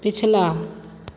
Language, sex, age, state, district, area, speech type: Hindi, female, 45-60, Bihar, Begusarai, rural, read